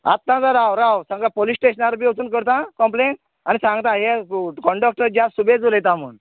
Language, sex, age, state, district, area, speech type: Goan Konkani, male, 45-60, Goa, Canacona, rural, conversation